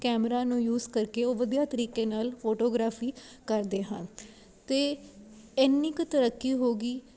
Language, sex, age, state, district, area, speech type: Punjabi, female, 18-30, Punjab, Ludhiana, urban, spontaneous